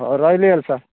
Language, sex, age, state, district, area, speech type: Odia, male, 45-60, Odisha, Rayagada, rural, conversation